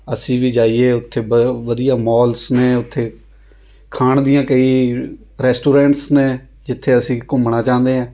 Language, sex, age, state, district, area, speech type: Punjabi, female, 30-45, Punjab, Shaheed Bhagat Singh Nagar, rural, spontaneous